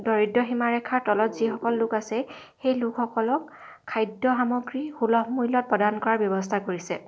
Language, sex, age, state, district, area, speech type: Assamese, female, 18-30, Assam, Lakhimpur, rural, spontaneous